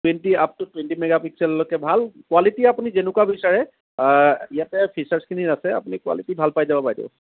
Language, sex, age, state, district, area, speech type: Assamese, male, 30-45, Assam, Jorhat, urban, conversation